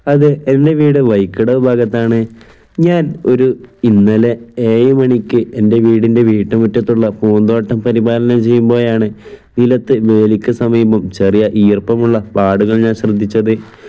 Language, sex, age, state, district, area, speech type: Malayalam, male, 18-30, Kerala, Kozhikode, rural, spontaneous